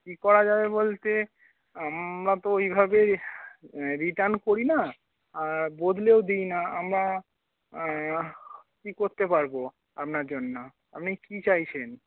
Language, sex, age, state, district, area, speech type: Bengali, male, 30-45, West Bengal, North 24 Parganas, urban, conversation